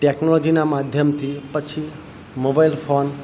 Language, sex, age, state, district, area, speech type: Gujarati, male, 30-45, Gujarat, Narmada, rural, spontaneous